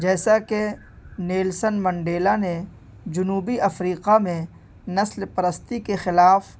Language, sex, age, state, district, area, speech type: Urdu, male, 18-30, Delhi, North East Delhi, rural, spontaneous